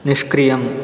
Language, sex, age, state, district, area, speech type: Sanskrit, male, 18-30, Karnataka, Shimoga, rural, read